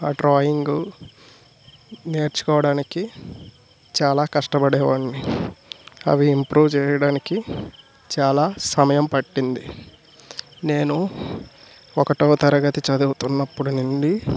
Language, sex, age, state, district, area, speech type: Telugu, male, 18-30, Andhra Pradesh, East Godavari, rural, spontaneous